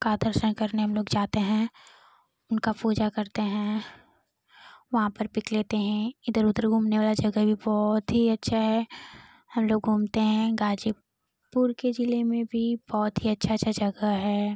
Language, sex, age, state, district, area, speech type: Hindi, female, 18-30, Uttar Pradesh, Ghazipur, rural, spontaneous